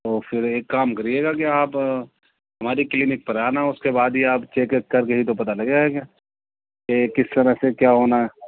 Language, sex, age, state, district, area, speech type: Urdu, male, 30-45, Delhi, East Delhi, urban, conversation